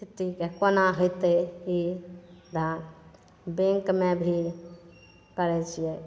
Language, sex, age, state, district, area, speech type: Maithili, female, 60+, Bihar, Madhepura, rural, spontaneous